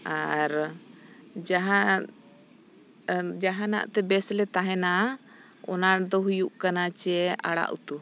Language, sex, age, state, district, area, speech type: Santali, female, 30-45, Jharkhand, Bokaro, rural, spontaneous